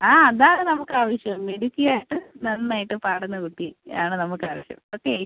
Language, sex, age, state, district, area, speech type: Malayalam, female, 30-45, Kerala, Kollam, rural, conversation